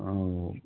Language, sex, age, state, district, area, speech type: Hindi, male, 60+, Uttar Pradesh, Chandauli, rural, conversation